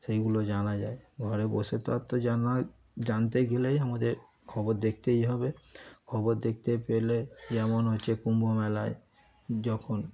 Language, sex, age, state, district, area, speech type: Bengali, male, 30-45, West Bengal, Darjeeling, rural, spontaneous